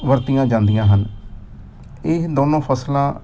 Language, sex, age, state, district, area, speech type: Punjabi, male, 45-60, Punjab, Amritsar, urban, spontaneous